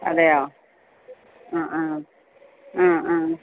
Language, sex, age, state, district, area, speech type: Malayalam, female, 30-45, Kerala, Kottayam, urban, conversation